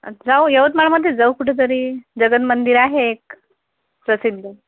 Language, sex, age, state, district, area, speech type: Marathi, female, 30-45, Maharashtra, Yavatmal, rural, conversation